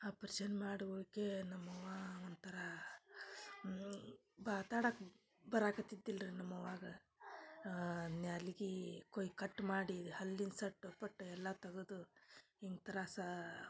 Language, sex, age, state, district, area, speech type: Kannada, female, 30-45, Karnataka, Dharwad, rural, spontaneous